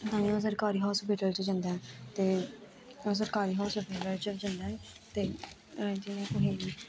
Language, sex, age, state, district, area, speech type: Dogri, female, 18-30, Jammu and Kashmir, Kathua, rural, spontaneous